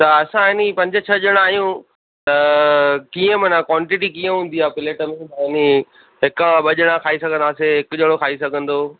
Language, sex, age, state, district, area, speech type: Sindhi, male, 30-45, Maharashtra, Thane, urban, conversation